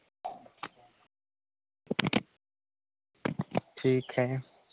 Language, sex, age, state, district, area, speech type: Hindi, male, 30-45, Uttar Pradesh, Mau, rural, conversation